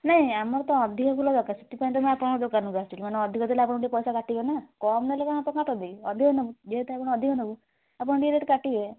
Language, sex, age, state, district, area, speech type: Odia, female, 18-30, Odisha, Kalahandi, rural, conversation